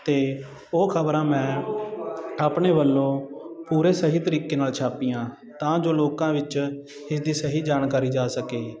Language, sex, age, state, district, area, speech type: Punjabi, male, 30-45, Punjab, Sangrur, rural, spontaneous